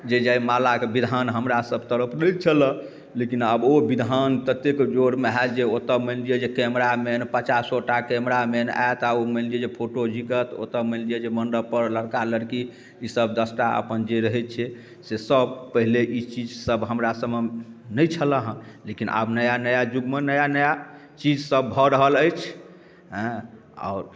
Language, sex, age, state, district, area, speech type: Maithili, male, 45-60, Bihar, Darbhanga, rural, spontaneous